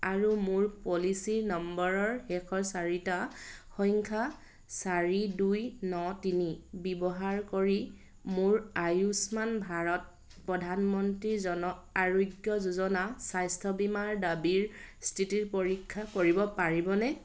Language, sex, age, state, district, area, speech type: Assamese, female, 30-45, Assam, Dhemaji, rural, read